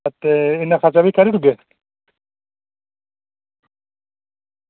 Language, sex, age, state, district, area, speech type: Dogri, male, 18-30, Jammu and Kashmir, Reasi, rural, conversation